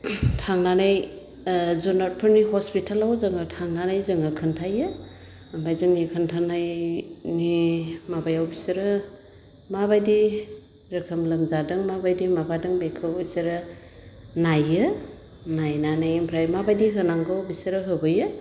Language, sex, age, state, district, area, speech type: Bodo, female, 45-60, Assam, Chirang, rural, spontaneous